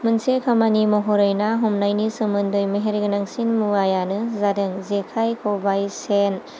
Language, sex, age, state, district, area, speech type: Bodo, female, 30-45, Assam, Chirang, urban, spontaneous